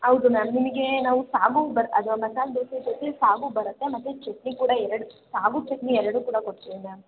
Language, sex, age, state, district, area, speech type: Kannada, female, 18-30, Karnataka, Tumkur, rural, conversation